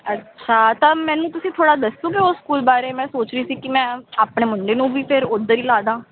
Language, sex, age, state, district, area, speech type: Punjabi, female, 18-30, Punjab, Ludhiana, urban, conversation